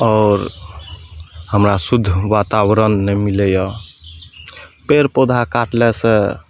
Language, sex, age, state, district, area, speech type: Maithili, male, 30-45, Bihar, Madhepura, urban, spontaneous